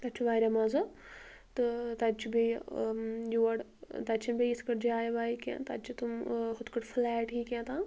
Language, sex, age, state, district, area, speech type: Kashmiri, female, 18-30, Jammu and Kashmir, Anantnag, rural, spontaneous